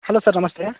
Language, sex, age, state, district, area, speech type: Kannada, male, 30-45, Karnataka, Dharwad, rural, conversation